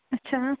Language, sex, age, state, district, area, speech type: Kashmiri, female, 18-30, Jammu and Kashmir, Bandipora, rural, conversation